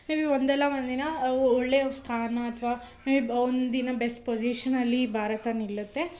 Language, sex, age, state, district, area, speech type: Kannada, female, 18-30, Karnataka, Tumkur, urban, spontaneous